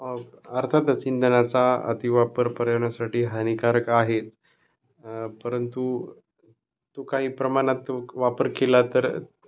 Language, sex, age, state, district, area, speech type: Marathi, male, 30-45, Maharashtra, Osmanabad, rural, spontaneous